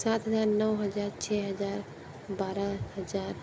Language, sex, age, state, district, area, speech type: Hindi, female, 18-30, Uttar Pradesh, Sonbhadra, rural, spontaneous